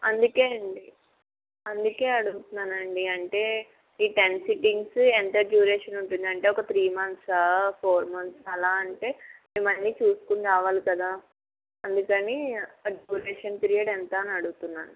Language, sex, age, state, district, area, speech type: Telugu, female, 30-45, Andhra Pradesh, Guntur, rural, conversation